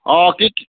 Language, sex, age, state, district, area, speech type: Assamese, male, 30-45, Assam, Sivasagar, rural, conversation